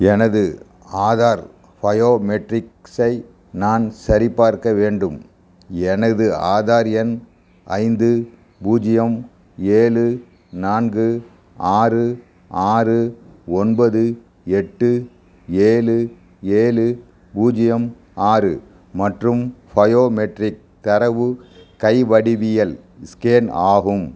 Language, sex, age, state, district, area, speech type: Tamil, male, 60+, Tamil Nadu, Ariyalur, rural, read